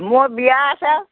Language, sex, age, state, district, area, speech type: Assamese, female, 60+, Assam, Biswanath, rural, conversation